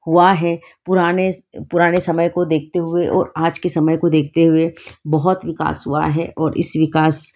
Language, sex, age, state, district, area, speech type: Hindi, female, 45-60, Madhya Pradesh, Ujjain, urban, spontaneous